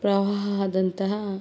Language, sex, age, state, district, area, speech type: Kannada, female, 45-60, Karnataka, Davanagere, rural, spontaneous